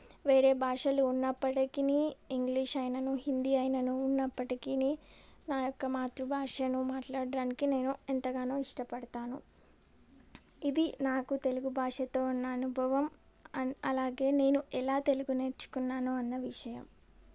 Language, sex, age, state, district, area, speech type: Telugu, female, 18-30, Telangana, Medak, urban, spontaneous